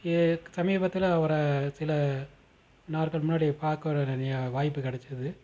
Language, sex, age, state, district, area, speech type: Tamil, male, 30-45, Tamil Nadu, Madurai, urban, spontaneous